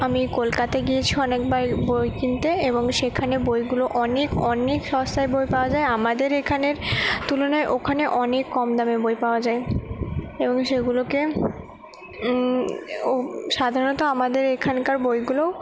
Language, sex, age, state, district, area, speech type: Bengali, female, 18-30, West Bengal, Purba Bardhaman, urban, spontaneous